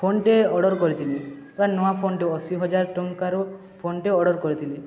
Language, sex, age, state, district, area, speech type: Odia, male, 18-30, Odisha, Subarnapur, urban, spontaneous